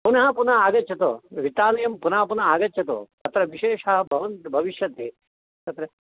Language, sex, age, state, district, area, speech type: Sanskrit, male, 60+, Karnataka, Shimoga, urban, conversation